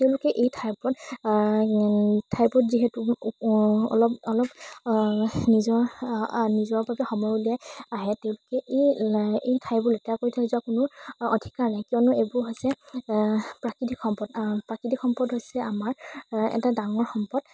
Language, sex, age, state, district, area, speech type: Assamese, female, 18-30, Assam, Majuli, urban, spontaneous